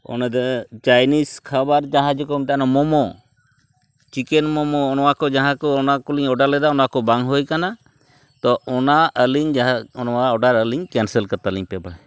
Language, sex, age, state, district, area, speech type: Santali, male, 45-60, West Bengal, Purulia, rural, spontaneous